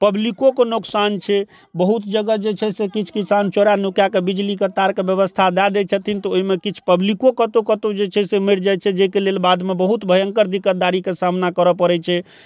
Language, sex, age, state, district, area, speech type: Maithili, male, 45-60, Bihar, Darbhanga, rural, spontaneous